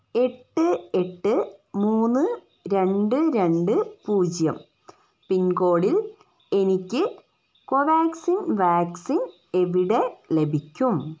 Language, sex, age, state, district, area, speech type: Malayalam, female, 30-45, Kerala, Wayanad, rural, read